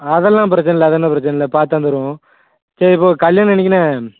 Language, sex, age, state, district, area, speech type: Tamil, male, 18-30, Tamil Nadu, Thoothukudi, rural, conversation